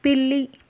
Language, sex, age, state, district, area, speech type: Telugu, female, 18-30, Telangana, Mahbubnagar, urban, read